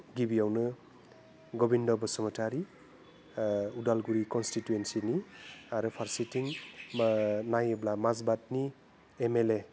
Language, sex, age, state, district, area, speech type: Bodo, male, 30-45, Assam, Udalguri, urban, spontaneous